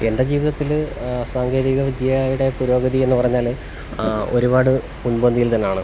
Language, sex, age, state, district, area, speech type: Malayalam, male, 30-45, Kerala, Kollam, rural, spontaneous